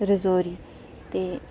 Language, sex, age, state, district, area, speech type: Dogri, female, 18-30, Jammu and Kashmir, Udhampur, rural, spontaneous